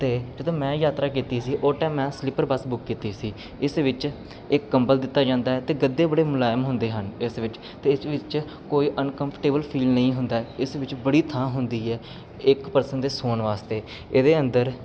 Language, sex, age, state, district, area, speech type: Punjabi, male, 30-45, Punjab, Amritsar, urban, spontaneous